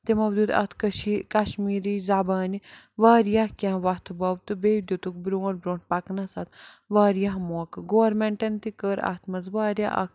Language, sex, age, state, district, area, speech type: Kashmiri, female, 45-60, Jammu and Kashmir, Srinagar, urban, spontaneous